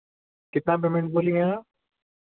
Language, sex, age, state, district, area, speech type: Hindi, male, 18-30, Uttar Pradesh, Ghazipur, rural, conversation